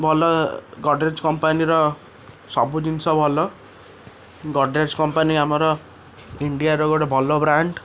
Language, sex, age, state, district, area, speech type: Odia, male, 18-30, Odisha, Cuttack, urban, spontaneous